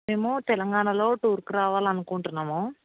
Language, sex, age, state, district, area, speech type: Telugu, female, 45-60, Telangana, Hyderabad, urban, conversation